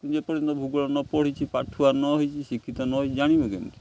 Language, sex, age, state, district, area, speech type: Odia, male, 45-60, Odisha, Jagatsinghpur, urban, spontaneous